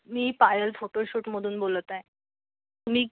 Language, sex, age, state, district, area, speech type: Marathi, female, 18-30, Maharashtra, Thane, rural, conversation